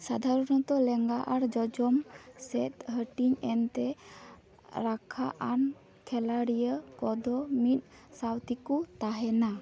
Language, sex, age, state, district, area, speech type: Santali, female, 18-30, West Bengal, Dakshin Dinajpur, rural, read